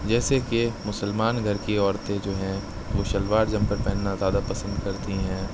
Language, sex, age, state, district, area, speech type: Urdu, male, 18-30, Uttar Pradesh, Shahjahanpur, rural, spontaneous